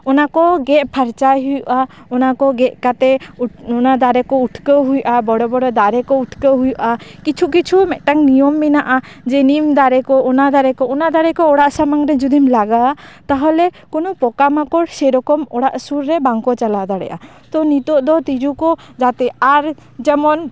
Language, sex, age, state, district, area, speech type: Santali, female, 18-30, West Bengal, Bankura, rural, spontaneous